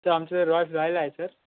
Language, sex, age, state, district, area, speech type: Marathi, male, 18-30, Maharashtra, Yavatmal, rural, conversation